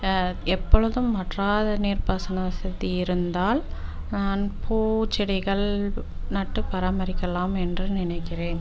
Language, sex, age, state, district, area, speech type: Tamil, female, 30-45, Tamil Nadu, Dharmapuri, rural, spontaneous